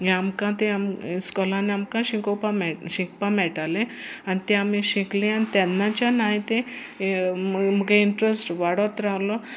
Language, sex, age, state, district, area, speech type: Goan Konkani, female, 60+, Goa, Sanguem, rural, spontaneous